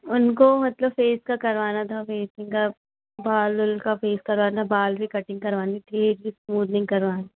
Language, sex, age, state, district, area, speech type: Hindi, female, 18-30, Uttar Pradesh, Pratapgarh, urban, conversation